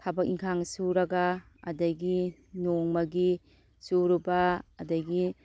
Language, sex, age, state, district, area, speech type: Manipuri, female, 45-60, Manipur, Kakching, rural, spontaneous